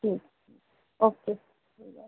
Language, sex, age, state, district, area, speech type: Urdu, female, 30-45, Uttar Pradesh, Balrampur, rural, conversation